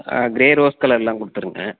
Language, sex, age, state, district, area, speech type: Tamil, male, 30-45, Tamil Nadu, Sivaganga, rural, conversation